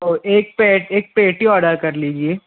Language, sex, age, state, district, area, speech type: Urdu, male, 18-30, Maharashtra, Nashik, urban, conversation